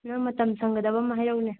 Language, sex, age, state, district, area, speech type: Manipuri, female, 18-30, Manipur, Thoubal, rural, conversation